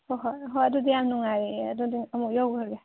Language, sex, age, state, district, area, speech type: Manipuri, female, 30-45, Manipur, Senapati, rural, conversation